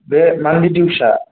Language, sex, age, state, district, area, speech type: Bodo, male, 30-45, Assam, Kokrajhar, rural, conversation